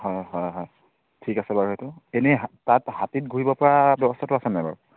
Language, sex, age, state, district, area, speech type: Assamese, male, 30-45, Assam, Biswanath, rural, conversation